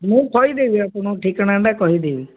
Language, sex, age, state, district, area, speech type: Odia, female, 60+, Odisha, Gajapati, rural, conversation